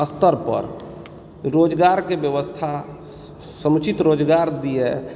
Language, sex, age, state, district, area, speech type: Maithili, male, 30-45, Bihar, Supaul, rural, spontaneous